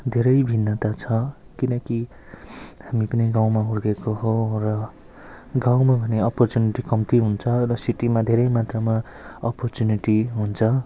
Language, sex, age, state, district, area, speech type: Nepali, male, 30-45, West Bengal, Jalpaiguri, rural, spontaneous